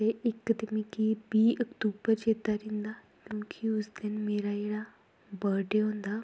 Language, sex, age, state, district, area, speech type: Dogri, female, 18-30, Jammu and Kashmir, Kathua, rural, spontaneous